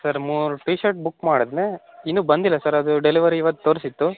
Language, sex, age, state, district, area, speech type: Kannada, male, 18-30, Karnataka, Chitradurga, rural, conversation